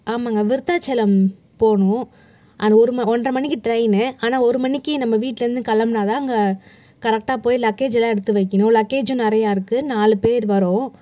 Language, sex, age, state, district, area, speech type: Tamil, female, 60+, Tamil Nadu, Cuddalore, urban, spontaneous